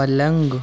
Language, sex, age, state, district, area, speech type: Hindi, male, 18-30, Madhya Pradesh, Harda, rural, read